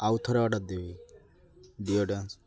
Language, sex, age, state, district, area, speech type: Odia, male, 18-30, Odisha, Malkangiri, urban, spontaneous